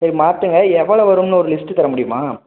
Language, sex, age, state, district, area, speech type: Tamil, male, 18-30, Tamil Nadu, Sivaganga, rural, conversation